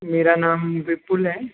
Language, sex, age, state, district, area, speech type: Hindi, male, 30-45, Rajasthan, Jodhpur, urban, conversation